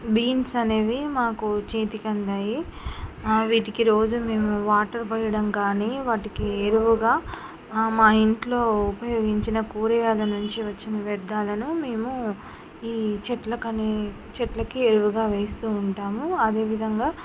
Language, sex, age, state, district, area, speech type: Telugu, female, 45-60, Telangana, Mancherial, rural, spontaneous